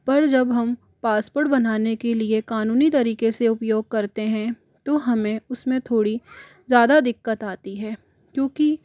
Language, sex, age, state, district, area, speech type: Hindi, female, 45-60, Rajasthan, Jaipur, urban, spontaneous